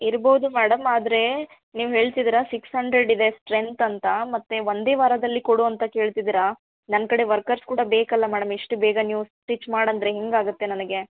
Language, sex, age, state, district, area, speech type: Kannada, female, 30-45, Karnataka, Gulbarga, urban, conversation